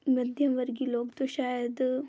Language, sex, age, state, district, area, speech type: Hindi, female, 18-30, Madhya Pradesh, Ujjain, urban, spontaneous